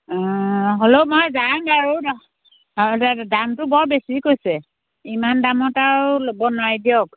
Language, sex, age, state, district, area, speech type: Assamese, female, 45-60, Assam, Biswanath, rural, conversation